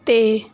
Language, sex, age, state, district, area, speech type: Punjabi, female, 18-30, Punjab, Gurdaspur, rural, read